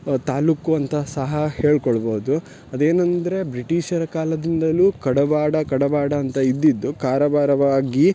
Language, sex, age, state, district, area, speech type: Kannada, male, 18-30, Karnataka, Uttara Kannada, rural, spontaneous